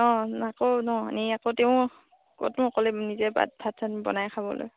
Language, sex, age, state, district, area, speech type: Assamese, female, 30-45, Assam, Dhemaji, rural, conversation